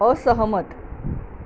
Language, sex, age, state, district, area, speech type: Marathi, female, 60+, Maharashtra, Mumbai Suburban, urban, read